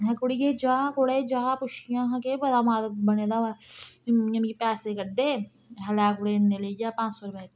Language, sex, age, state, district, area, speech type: Dogri, female, 18-30, Jammu and Kashmir, Reasi, rural, spontaneous